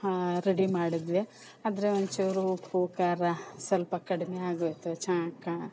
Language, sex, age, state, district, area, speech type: Kannada, female, 45-60, Karnataka, Kolar, rural, spontaneous